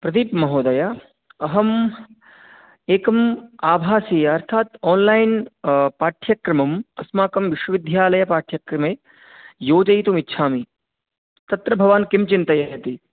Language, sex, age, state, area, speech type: Sanskrit, male, 18-30, Uttar Pradesh, rural, conversation